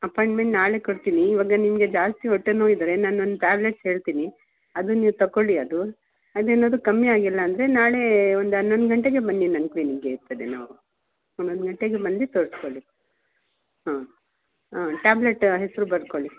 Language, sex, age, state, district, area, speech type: Kannada, female, 45-60, Karnataka, Mysore, urban, conversation